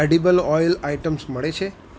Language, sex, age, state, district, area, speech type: Gujarati, male, 45-60, Gujarat, Ahmedabad, urban, read